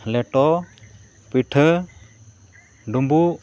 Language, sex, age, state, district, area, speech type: Santali, male, 45-60, Odisha, Mayurbhanj, rural, spontaneous